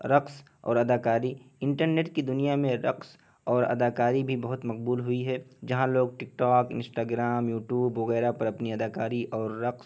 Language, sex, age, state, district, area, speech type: Urdu, male, 18-30, Uttar Pradesh, Siddharthnagar, rural, spontaneous